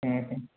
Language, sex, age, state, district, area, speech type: Odia, male, 30-45, Odisha, Boudh, rural, conversation